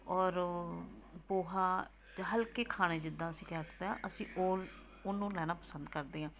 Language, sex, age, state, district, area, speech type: Punjabi, female, 45-60, Punjab, Tarn Taran, rural, spontaneous